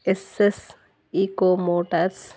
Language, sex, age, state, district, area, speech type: Telugu, female, 30-45, Telangana, Warangal, rural, spontaneous